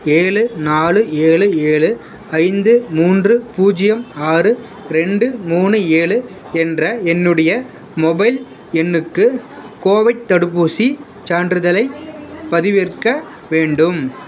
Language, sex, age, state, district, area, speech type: Tamil, male, 30-45, Tamil Nadu, Dharmapuri, rural, read